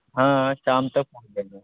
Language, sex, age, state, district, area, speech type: Urdu, male, 30-45, Bihar, Purnia, rural, conversation